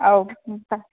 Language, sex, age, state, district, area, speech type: Manipuri, female, 45-60, Manipur, Kangpokpi, urban, conversation